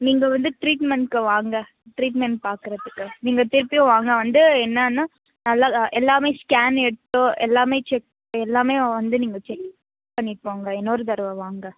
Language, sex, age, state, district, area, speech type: Tamil, female, 18-30, Tamil Nadu, Krishnagiri, rural, conversation